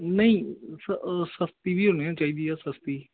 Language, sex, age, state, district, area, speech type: Punjabi, male, 30-45, Punjab, Gurdaspur, rural, conversation